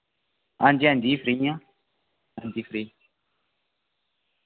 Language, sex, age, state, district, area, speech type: Dogri, male, 18-30, Jammu and Kashmir, Reasi, rural, conversation